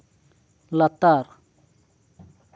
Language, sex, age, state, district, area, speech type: Santali, male, 30-45, West Bengal, Purba Bardhaman, rural, read